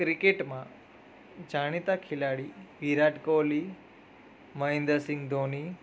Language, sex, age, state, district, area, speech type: Gujarati, male, 30-45, Gujarat, Surat, urban, spontaneous